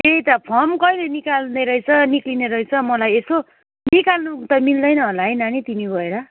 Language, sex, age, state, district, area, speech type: Nepali, female, 30-45, West Bengal, Kalimpong, rural, conversation